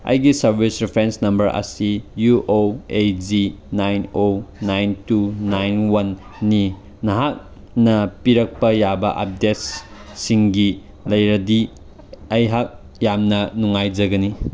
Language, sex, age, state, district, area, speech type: Manipuri, male, 18-30, Manipur, Chandel, rural, read